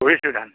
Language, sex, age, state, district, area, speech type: Assamese, male, 60+, Assam, Kamrup Metropolitan, urban, conversation